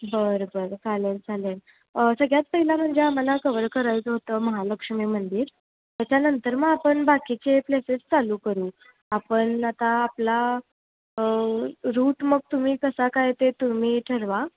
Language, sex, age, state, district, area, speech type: Marathi, female, 18-30, Maharashtra, Kolhapur, urban, conversation